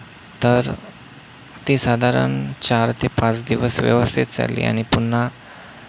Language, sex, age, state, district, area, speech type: Marathi, male, 30-45, Maharashtra, Amravati, urban, spontaneous